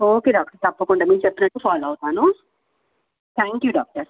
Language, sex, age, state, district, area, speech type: Telugu, female, 30-45, Andhra Pradesh, Krishna, urban, conversation